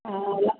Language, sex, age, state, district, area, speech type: Sindhi, female, 45-60, Gujarat, Junagadh, urban, conversation